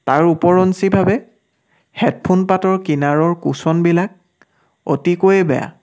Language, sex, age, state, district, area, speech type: Assamese, male, 18-30, Assam, Sivasagar, rural, spontaneous